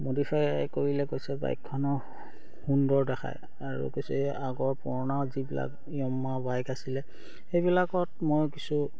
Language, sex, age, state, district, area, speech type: Assamese, male, 18-30, Assam, Charaideo, rural, spontaneous